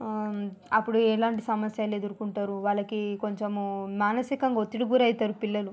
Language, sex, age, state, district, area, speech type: Telugu, female, 45-60, Telangana, Hyderabad, rural, spontaneous